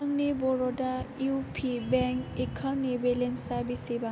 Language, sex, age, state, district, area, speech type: Bodo, female, 18-30, Assam, Chirang, urban, read